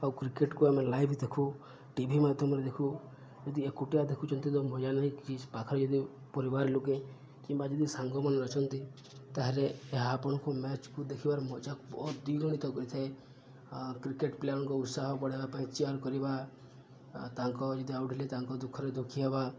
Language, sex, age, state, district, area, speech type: Odia, male, 18-30, Odisha, Subarnapur, urban, spontaneous